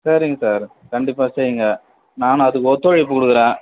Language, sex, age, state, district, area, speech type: Tamil, male, 45-60, Tamil Nadu, Vellore, rural, conversation